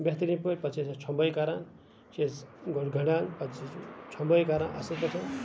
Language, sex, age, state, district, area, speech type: Kashmiri, male, 45-60, Jammu and Kashmir, Ganderbal, rural, spontaneous